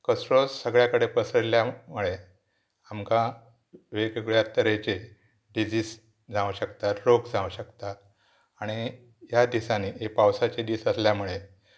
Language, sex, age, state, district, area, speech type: Goan Konkani, male, 60+, Goa, Pernem, rural, spontaneous